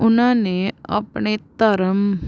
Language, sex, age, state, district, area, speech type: Punjabi, female, 18-30, Punjab, Pathankot, rural, spontaneous